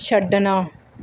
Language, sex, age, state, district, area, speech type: Punjabi, female, 18-30, Punjab, Muktsar, rural, read